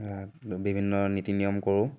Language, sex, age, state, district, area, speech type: Assamese, male, 18-30, Assam, Dhemaji, rural, spontaneous